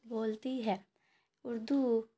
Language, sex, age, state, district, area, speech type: Urdu, female, 18-30, Bihar, Khagaria, rural, spontaneous